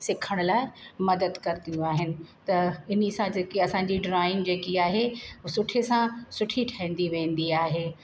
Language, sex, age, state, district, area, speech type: Sindhi, female, 45-60, Uttar Pradesh, Lucknow, rural, spontaneous